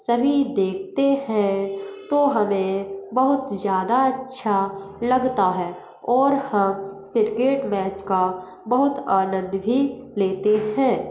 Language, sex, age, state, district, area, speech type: Hindi, female, 18-30, Madhya Pradesh, Hoshangabad, urban, spontaneous